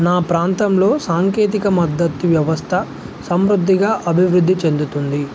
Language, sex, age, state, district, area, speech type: Telugu, male, 18-30, Telangana, Jangaon, rural, spontaneous